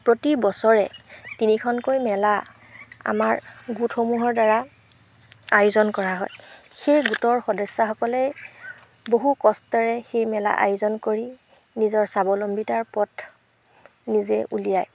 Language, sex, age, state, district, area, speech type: Assamese, female, 45-60, Assam, Golaghat, rural, spontaneous